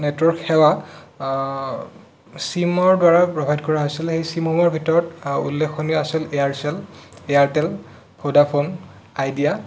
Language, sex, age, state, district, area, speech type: Assamese, male, 18-30, Assam, Sonitpur, rural, spontaneous